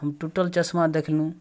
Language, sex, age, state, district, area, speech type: Maithili, male, 18-30, Bihar, Darbhanga, rural, spontaneous